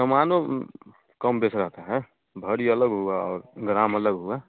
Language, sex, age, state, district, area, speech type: Hindi, male, 18-30, Bihar, Samastipur, rural, conversation